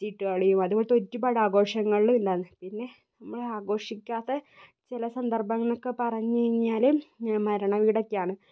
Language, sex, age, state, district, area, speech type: Malayalam, female, 30-45, Kerala, Kozhikode, urban, spontaneous